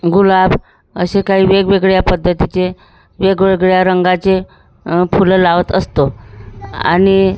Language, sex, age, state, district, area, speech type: Marathi, female, 45-60, Maharashtra, Thane, rural, spontaneous